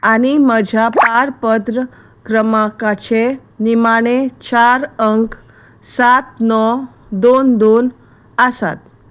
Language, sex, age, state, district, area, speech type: Goan Konkani, female, 30-45, Goa, Salcete, rural, read